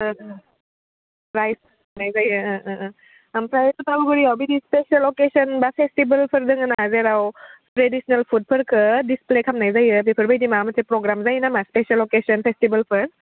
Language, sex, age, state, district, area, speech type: Bodo, female, 30-45, Assam, Udalguri, urban, conversation